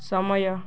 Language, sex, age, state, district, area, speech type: Odia, female, 18-30, Odisha, Balangir, urban, read